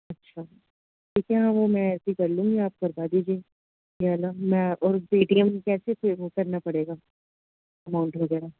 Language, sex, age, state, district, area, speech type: Urdu, female, 30-45, Delhi, North East Delhi, urban, conversation